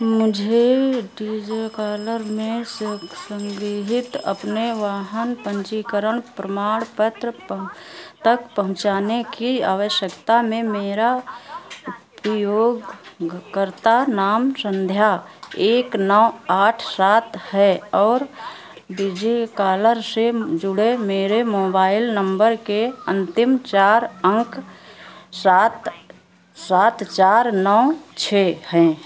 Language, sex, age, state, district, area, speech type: Hindi, female, 60+, Uttar Pradesh, Sitapur, rural, read